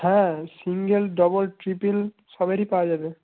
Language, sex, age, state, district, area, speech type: Bengali, male, 18-30, West Bengal, Jalpaiguri, rural, conversation